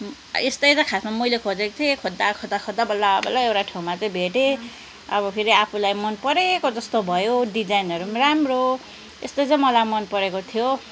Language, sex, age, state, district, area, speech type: Nepali, female, 30-45, West Bengal, Kalimpong, rural, spontaneous